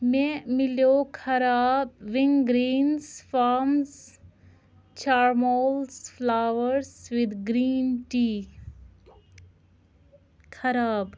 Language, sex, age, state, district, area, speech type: Kashmiri, female, 18-30, Jammu and Kashmir, Ganderbal, rural, read